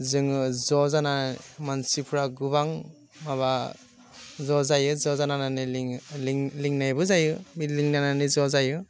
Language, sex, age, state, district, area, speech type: Bodo, male, 18-30, Assam, Udalguri, urban, spontaneous